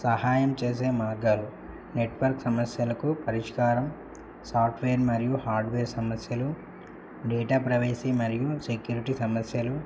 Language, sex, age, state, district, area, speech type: Telugu, male, 18-30, Telangana, Medak, rural, spontaneous